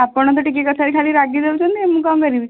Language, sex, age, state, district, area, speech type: Odia, female, 18-30, Odisha, Kendujhar, urban, conversation